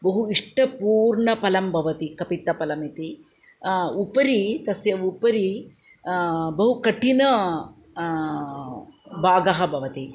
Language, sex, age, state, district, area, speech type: Sanskrit, female, 45-60, Andhra Pradesh, Chittoor, urban, spontaneous